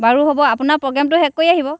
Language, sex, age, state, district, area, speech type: Assamese, female, 60+, Assam, Dhemaji, rural, spontaneous